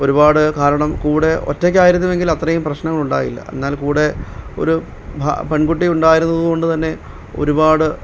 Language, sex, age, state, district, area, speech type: Malayalam, male, 18-30, Kerala, Pathanamthitta, urban, spontaneous